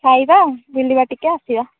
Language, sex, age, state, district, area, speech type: Odia, female, 18-30, Odisha, Nabarangpur, urban, conversation